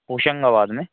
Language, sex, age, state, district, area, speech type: Hindi, male, 30-45, Madhya Pradesh, Hoshangabad, rural, conversation